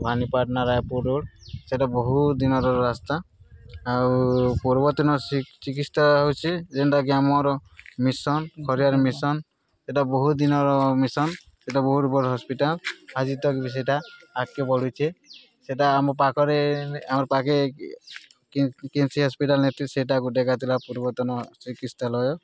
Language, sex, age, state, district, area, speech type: Odia, male, 30-45, Odisha, Nuapada, rural, spontaneous